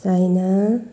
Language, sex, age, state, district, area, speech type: Nepali, female, 60+, West Bengal, Jalpaiguri, rural, spontaneous